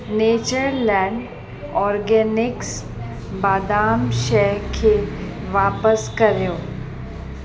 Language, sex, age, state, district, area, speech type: Sindhi, female, 30-45, Uttar Pradesh, Lucknow, urban, read